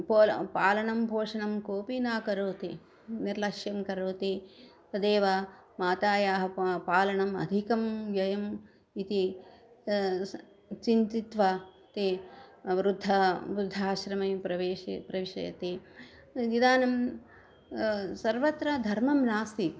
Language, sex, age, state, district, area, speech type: Sanskrit, female, 60+, Andhra Pradesh, Krishna, urban, spontaneous